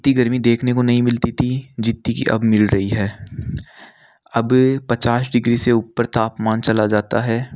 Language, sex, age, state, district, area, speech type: Hindi, male, 60+, Rajasthan, Jaipur, urban, spontaneous